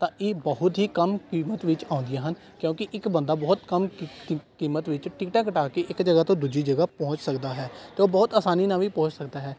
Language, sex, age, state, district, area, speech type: Punjabi, male, 18-30, Punjab, Gurdaspur, rural, spontaneous